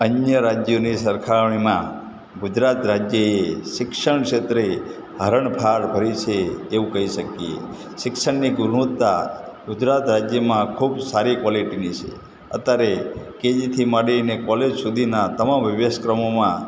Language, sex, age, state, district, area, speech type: Gujarati, male, 60+, Gujarat, Morbi, urban, spontaneous